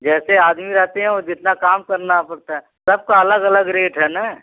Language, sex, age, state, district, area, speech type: Hindi, male, 45-60, Uttar Pradesh, Azamgarh, rural, conversation